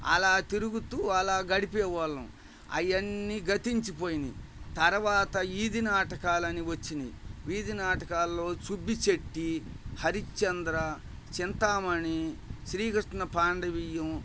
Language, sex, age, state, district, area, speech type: Telugu, male, 60+, Andhra Pradesh, Bapatla, urban, spontaneous